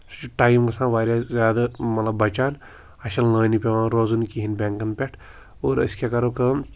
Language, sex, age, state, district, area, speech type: Kashmiri, male, 18-30, Jammu and Kashmir, Pulwama, rural, spontaneous